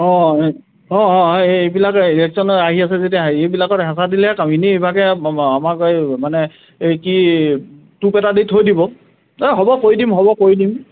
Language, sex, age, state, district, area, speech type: Assamese, male, 45-60, Assam, Lakhimpur, rural, conversation